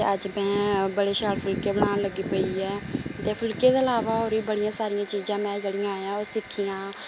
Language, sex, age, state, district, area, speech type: Dogri, female, 18-30, Jammu and Kashmir, Samba, rural, spontaneous